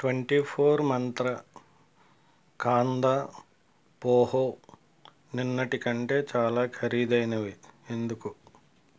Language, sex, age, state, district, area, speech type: Telugu, male, 60+, Andhra Pradesh, West Godavari, rural, read